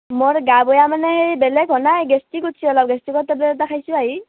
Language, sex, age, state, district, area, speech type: Assamese, female, 18-30, Assam, Nalbari, rural, conversation